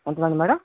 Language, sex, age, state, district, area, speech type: Telugu, male, 45-60, Andhra Pradesh, Vizianagaram, rural, conversation